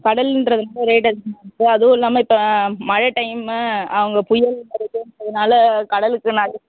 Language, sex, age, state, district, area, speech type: Tamil, female, 30-45, Tamil Nadu, Tiruvallur, urban, conversation